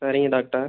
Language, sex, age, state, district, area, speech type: Tamil, male, 18-30, Tamil Nadu, Pudukkottai, rural, conversation